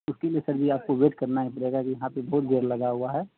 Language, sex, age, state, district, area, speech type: Urdu, male, 30-45, Bihar, Supaul, urban, conversation